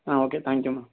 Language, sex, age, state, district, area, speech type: Tamil, male, 18-30, Tamil Nadu, Virudhunagar, rural, conversation